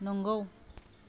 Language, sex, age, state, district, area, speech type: Bodo, female, 45-60, Assam, Kokrajhar, urban, read